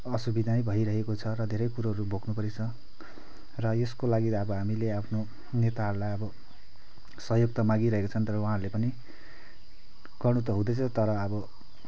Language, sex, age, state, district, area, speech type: Nepali, male, 30-45, West Bengal, Kalimpong, rural, spontaneous